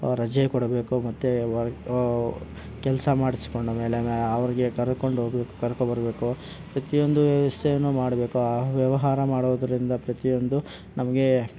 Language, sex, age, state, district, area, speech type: Kannada, male, 18-30, Karnataka, Kolar, rural, spontaneous